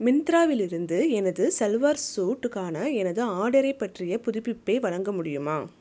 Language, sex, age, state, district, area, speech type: Tamil, female, 18-30, Tamil Nadu, Chengalpattu, urban, read